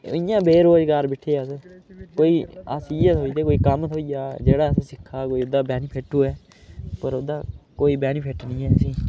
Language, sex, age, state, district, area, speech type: Dogri, male, 18-30, Jammu and Kashmir, Udhampur, rural, spontaneous